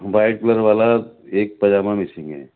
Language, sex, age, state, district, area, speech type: Urdu, male, 60+, Delhi, South Delhi, urban, conversation